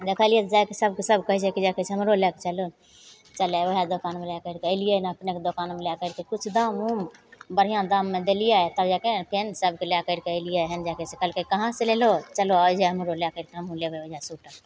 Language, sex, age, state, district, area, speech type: Maithili, female, 45-60, Bihar, Begusarai, rural, spontaneous